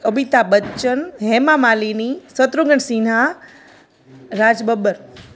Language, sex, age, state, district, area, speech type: Gujarati, female, 30-45, Gujarat, Junagadh, urban, spontaneous